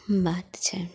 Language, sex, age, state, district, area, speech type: Maithili, female, 45-60, Bihar, Muzaffarpur, rural, spontaneous